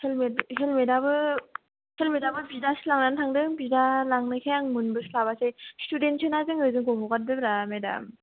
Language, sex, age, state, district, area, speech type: Bodo, female, 18-30, Assam, Kokrajhar, rural, conversation